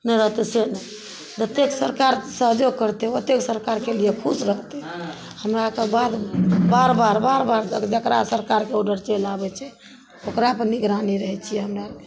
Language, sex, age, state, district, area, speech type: Maithili, female, 60+, Bihar, Madhepura, rural, spontaneous